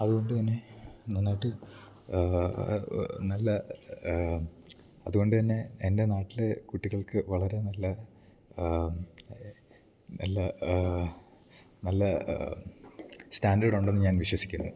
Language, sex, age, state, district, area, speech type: Malayalam, male, 18-30, Kerala, Idukki, rural, spontaneous